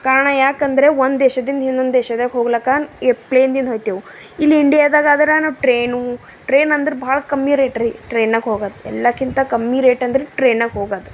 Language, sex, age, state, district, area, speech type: Kannada, female, 30-45, Karnataka, Bidar, urban, spontaneous